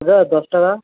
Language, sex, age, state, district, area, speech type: Bengali, male, 18-30, West Bengal, Alipurduar, rural, conversation